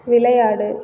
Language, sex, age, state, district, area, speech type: Tamil, female, 45-60, Tamil Nadu, Cuddalore, rural, read